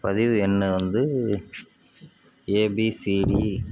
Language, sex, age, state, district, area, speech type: Tamil, male, 30-45, Tamil Nadu, Nagapattinam, rural, spontaneous